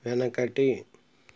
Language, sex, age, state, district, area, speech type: Telugu, male, 60+, Andhra Pradesh, Konaseema, rural, read